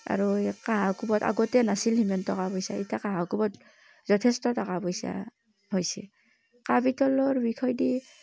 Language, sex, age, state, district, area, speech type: Assamese, female, 30-45, Assam, Barpeta, rural, spontaneous